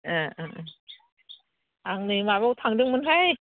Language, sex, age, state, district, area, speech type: Bodo, female, 60+, Assam, Udalguri, rural, conversation